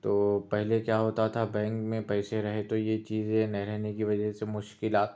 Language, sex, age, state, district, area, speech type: Urdu, male, 30-45, Telangana, Hyderabad, urban, spontaneous